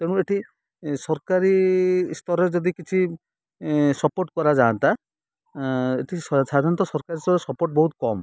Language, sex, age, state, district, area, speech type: Odia, male, 30-45, Odisha, Kendrapara, urban, spontaneous